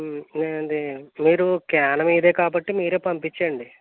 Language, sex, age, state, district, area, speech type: Telugu, male, 60+, Andhra Pradesh, Eluru, rural, conversation